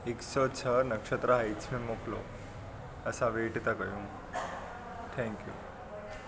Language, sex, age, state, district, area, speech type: Sindhi, male, 18-30, Gujarat, Surat, urban, spontaneous